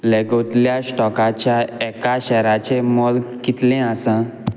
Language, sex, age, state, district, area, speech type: Goan Konkani, male, 18-30, Goa, Quepem, rural, read